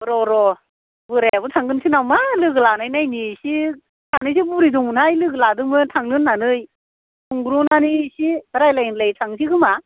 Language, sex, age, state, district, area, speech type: Bodo, female, 45-60, Assam, Baksa, rural, conversation